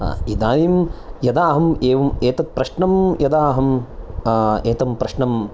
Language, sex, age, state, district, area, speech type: Sanskrit, male, 30-45, Karnataka, Chikkamagaluru, urban, spontaneous